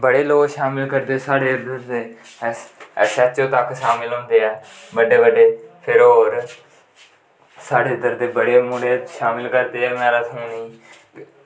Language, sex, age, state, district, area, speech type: Dogri, male, 18-30, Jammu and Kashmir, Kathua, rural, spontaneous